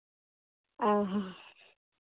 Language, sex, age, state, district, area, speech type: Santali, female, 30-45, Jharkhand, Seraikela Kharsawan, rural, conversation